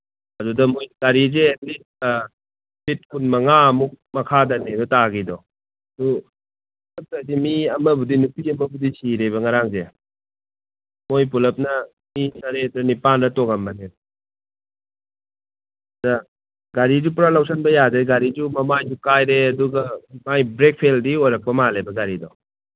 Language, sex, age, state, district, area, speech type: Manipuri, male, 45-60, Manipur, Imphal East, rural, conversation